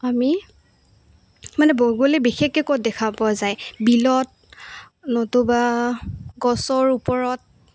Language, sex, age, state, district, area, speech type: Assamese, female, 18-30, Assam, Goalpara, urban, spontaneous